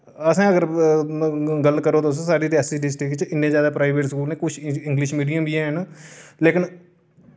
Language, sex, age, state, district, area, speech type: Dogri, male, 30-45, Jammu and Kashmir, Reasi, urban, spontaneous